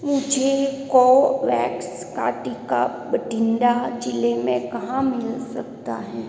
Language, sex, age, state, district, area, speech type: Hindi, female, 30-45, Rajasthan, Jodhpur, urban, read